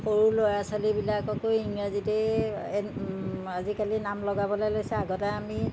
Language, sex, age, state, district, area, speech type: Assamese, female, 60+, Assam, Jorhat, urban, spontaneous